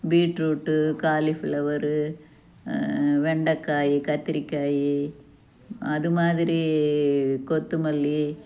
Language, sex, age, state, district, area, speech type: Tamil, female, 60+, Tamil Nadu, Tiruppur, rural, spontaneous